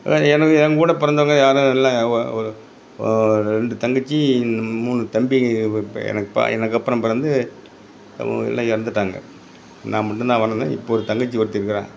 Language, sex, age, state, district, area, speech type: Tamil, male, 60+, Tamil Nadu, Perambalur, rural, spontaneous